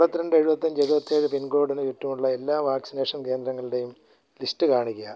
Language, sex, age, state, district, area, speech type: Malayalam, male, 60+, Kerala, Alappuzha, rural, read